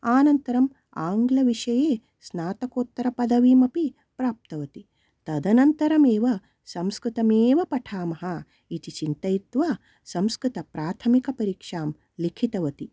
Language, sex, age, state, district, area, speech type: Sanskrit, female, 45-60, Karnataka, Mysore, urban, spontaneous